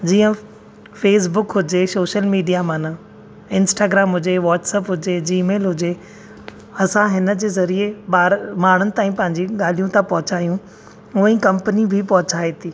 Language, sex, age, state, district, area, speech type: Sindhi, male, 30-45, Maharashtra, Thane, urban, spontaneous